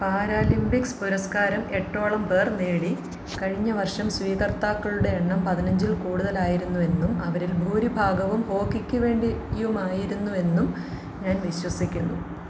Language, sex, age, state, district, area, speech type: Malayalam, female, 30-45, Kerala, Pathanamthitta, rural, read